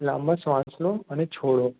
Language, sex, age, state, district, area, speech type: Gujarati, male, 18-30, Gujarat, Surat, urban, conversation